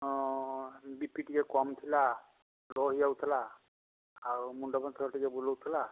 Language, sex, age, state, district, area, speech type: Odia, male, 60+, Odisha, Angul, rural, conversation